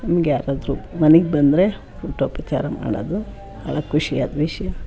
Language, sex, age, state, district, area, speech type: Kannada, female, 60+, Karnataka, Chitradurga, rural, spontaneous